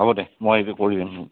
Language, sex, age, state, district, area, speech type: Assamese, male, 45-60, Assam, Goalpara, urban, conversation